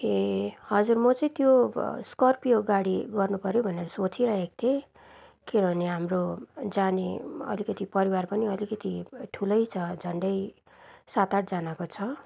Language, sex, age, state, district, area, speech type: Nepali, female, 30-45, West Bengal, Darjeeling, rural, spontaneous